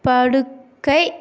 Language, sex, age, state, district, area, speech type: Tamil, female, 18-30, Tamil Nadu, Tirupattur, urban, read